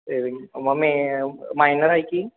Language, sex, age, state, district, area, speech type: Marathi, male, 18-30, Maharashtra, Kolhapur, urban, conversation